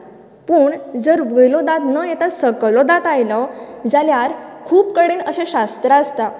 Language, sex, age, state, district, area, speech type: Goan Konkani, female, 18-30, Goa, Canacona, rural, spontaneous